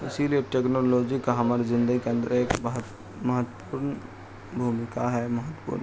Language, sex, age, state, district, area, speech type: Urdu, male, 45-60, Bihar, Supaul, rural, spontaneous